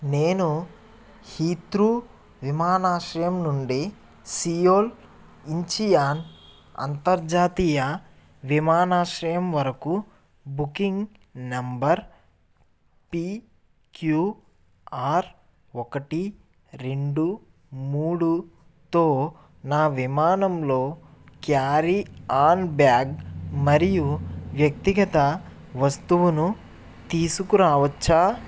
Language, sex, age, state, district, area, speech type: Telugu, male, 30-45, Andhra Pradesh, N T Rama Rao, urban, read